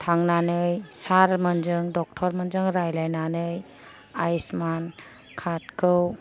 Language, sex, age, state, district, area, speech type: Bodo, female, 45-60, Assam, Kokrajhar, rural, spontaneous